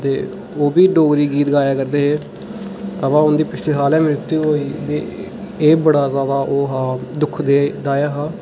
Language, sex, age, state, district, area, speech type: Dogri, male, 18-30, Jammu and Kashmir, Udhampur, rural, spontaneous